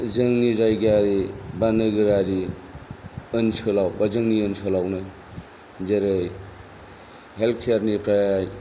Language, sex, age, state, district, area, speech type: Bodo, male, 45-60, Assam, Kokrajhar, rural, spontaneous